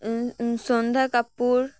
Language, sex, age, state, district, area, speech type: Bengali, female, 18-30, West Bengal, Uttar Dinajpur, urban, spontaneous